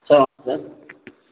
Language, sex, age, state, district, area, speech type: Tamil, male, 45-60, Tamil Nadu, Tenkasi, rural, conversation